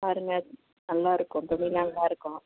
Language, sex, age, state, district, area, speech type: Tamil, female, 60+, Tamil Nadu, Ariyalur, rural, conversation